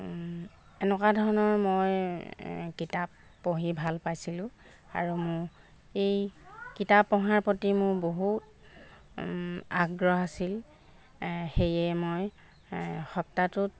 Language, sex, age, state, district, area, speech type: Assamese, female, 45-60, Assam, Jorhat, urban, spontaneous